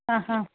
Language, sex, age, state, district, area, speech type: Marathi, female, 45-60, Maharashtra, Mumbai Suburban, urban, conversation